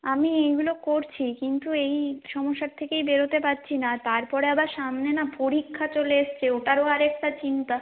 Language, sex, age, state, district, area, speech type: Bengali, female, 18-30, West Bengal, North 24 Parganas, rural, conversation